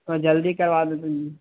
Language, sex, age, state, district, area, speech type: Urdu, male, 18-30, Bihar, Gaya, rural, conversation